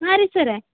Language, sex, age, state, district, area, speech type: Kannada, female, 18-30, Karnataka, Dharwad, rural, conversation